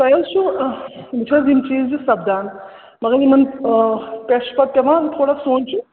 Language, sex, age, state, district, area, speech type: Kashmiri, female, 30-45, Jammu and Kashmir, Srinagar, urban, conversation